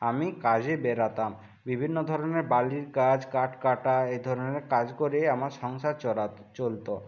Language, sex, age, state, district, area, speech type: Bengali, male, 45-60, West Bengal, Jhargram, rural, spontaneous